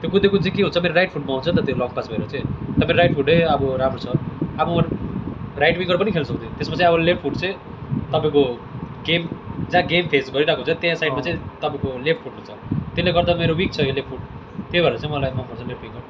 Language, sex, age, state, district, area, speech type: Nepali, male, 18-30, West Bengal, Darjeeling, rural, spontaneous